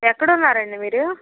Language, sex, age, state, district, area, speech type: Telugu, female, 18-30, Andhra Pradesh, Guntur, rural, conversation